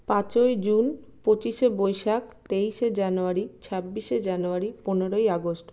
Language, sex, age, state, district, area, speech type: Bengali, female, 30-45, West Bengal, Paschim Bardhaman, urban, spontaneous